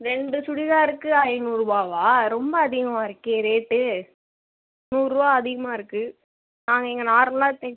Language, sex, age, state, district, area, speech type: Tamil, female, 18-30, Tamil Nadu, Viluppuram, rural, conversation